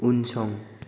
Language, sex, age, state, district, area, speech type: Bodo, male, 18-30, Assam, Chirang, rural, read